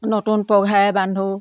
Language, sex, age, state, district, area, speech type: Assamese, female, 60+, Assam, Dhemaji, rural, spontaneous